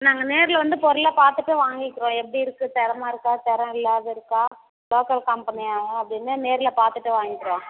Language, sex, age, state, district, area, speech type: Tamil, female, 30-45, Tamil Nadu, Tirupattur, rural, conversation